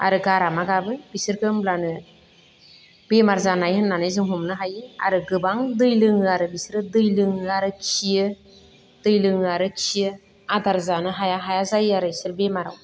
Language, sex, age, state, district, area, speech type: Bodo, female, 45-60, Assam, Baksa, rural, spontaneous